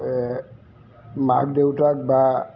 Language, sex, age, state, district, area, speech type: Assamese, male, 60+, Assam, Golaghat, urban, spontaneous